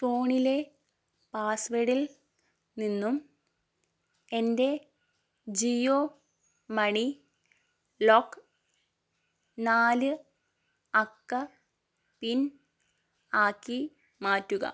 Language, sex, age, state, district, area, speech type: Malayalam, male, 45-60, Kerala, Kozhikode, urban, read